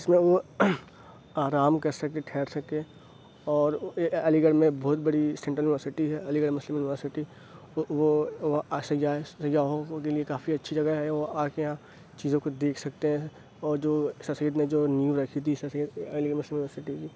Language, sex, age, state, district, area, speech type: Urdu, male, 30-45, Uttar Pradesh, Aligarh, rural, spontaneous